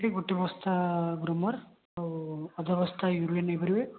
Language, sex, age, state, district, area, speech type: Odia, male, 18-30, Odisha, Puri, urban, conversation